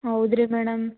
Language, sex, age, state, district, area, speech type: Kannada, female, 18-30, Karnataka, Gulbarga, urban, conversation